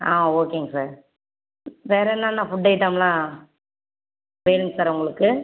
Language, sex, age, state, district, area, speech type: Tamil, female, 18-30, Tamil Nadu, Ariyalur, rural, conversation